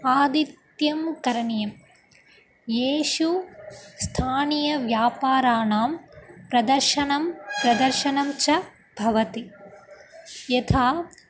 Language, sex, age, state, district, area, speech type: Sanskrit, female, 18-30, Tamil Nadu, Dharmapuri, rural, spontaneous